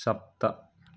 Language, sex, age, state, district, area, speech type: Sanskrit, male, 18-30, Bihar, Samastipur, rural, read